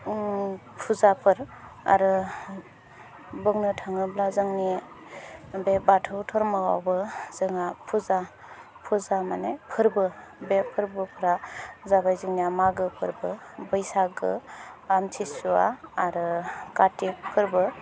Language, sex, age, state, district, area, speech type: Bodo, female, 30-45, Assam, Udalguri, rural, spontaneous